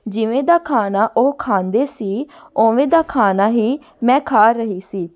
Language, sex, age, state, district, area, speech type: Punjabi, female, 18-30, Punjab, Amritsar, urban, spontaneous